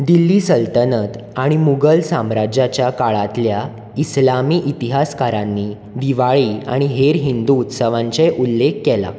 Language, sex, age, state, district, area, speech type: Goan Konkani, male, 18-30, Goa, Bardez, urban, read